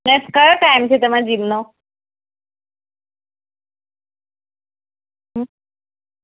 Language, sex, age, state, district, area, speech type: Gujarati, female, 30-45, Gujarat, Kheda, rural, conversation